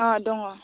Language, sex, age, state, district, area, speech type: Bodo, female, 30-45, Assam, Kokrajhar, rural, conversation